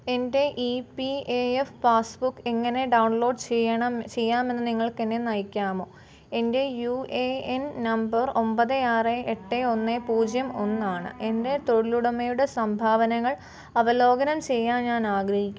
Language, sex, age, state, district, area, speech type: Malayalam, female, 18-30, Kerala, Alappuzha, rural, read